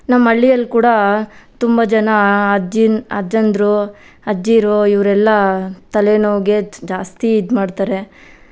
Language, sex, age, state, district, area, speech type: Kannada, female, 18-30, Karnataka, Kolar, rural, spontaneous